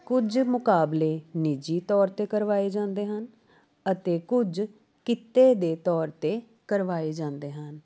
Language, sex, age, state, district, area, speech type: Punjabi, female, 30-45, Punjab, Jalandhar, urban, spontaneous